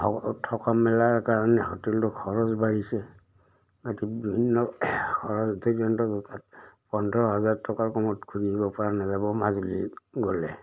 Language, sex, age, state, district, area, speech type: Assamese, male, 60+, Assam, Udalguri, rural, spontaneous